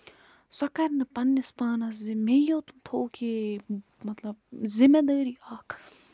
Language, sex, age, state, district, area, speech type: Kashmiri, female, 30-45, Jammu and Kashmir, Budgam, rural, spontaneous